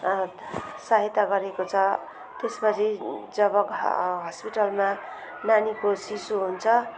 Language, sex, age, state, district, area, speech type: Nepali, female, 45-60, West Bengal, Jalpaiguri, urban, spontaneous